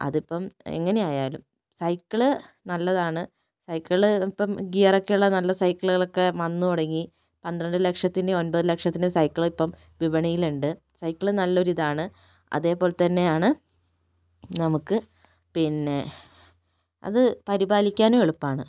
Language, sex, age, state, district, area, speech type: Malayalam, female, 30-45, Kerala, Kozhikode, urban, spontaneous